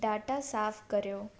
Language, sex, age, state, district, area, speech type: Sindhi, female, 18-30, Gujarat, Surat, urban, read